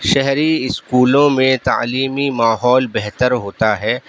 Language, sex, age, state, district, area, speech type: Urdu, male, 30-45, Delhi, East Delhi, urban, spontaneous